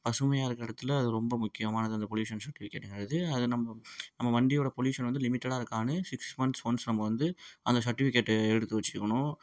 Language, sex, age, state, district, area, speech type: Tamil, male, 18-30, Tamil Nadu, Ariyalur, rural, spontaneous